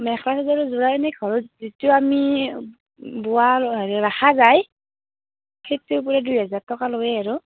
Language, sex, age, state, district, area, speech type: Assamese, female, 30-45, Assam, Darrang, rural, conversation